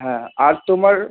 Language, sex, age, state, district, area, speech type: Bengali, male, 18-30, West Bengal, Malda, rural, conversation